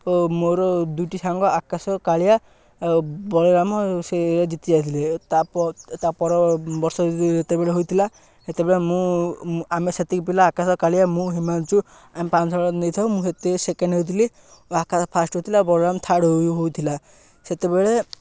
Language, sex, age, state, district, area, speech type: Odia, male, 18-30, Odisha, Ganjam, rural, spontaneous